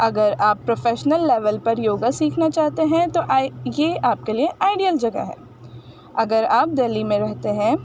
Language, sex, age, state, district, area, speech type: Urdu, female, 18-30, Delhi, North East Delhi, urban, spontaneous